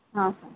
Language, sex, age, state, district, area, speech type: Odia, female, 18-30, Odisha, Sambalpur, rural, conversation